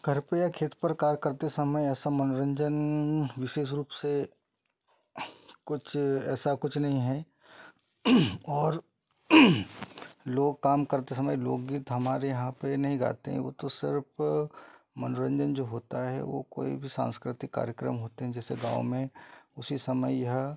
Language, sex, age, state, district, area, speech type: Hindi, male, 30-45, Madhya Pradesh, Betul, rural, spontaneous